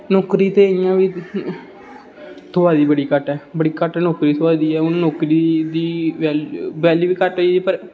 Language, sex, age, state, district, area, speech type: Dogri, male, 18-30, Jammu and Kashmir, Samba, rural, spontaneous